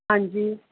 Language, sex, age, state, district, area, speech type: Punjabi, female, 30-45, Punjab, Mansa, urban, conversation